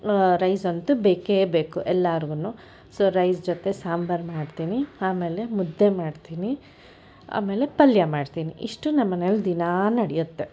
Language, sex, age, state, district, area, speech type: Kannada, female, 60+, Karnataka, Bangalore Urban, urban, spontaneous